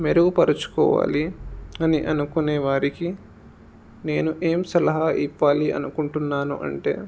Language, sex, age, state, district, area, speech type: Telugu, male, 18-30, Telangana, Jangaon, urban, spontaneous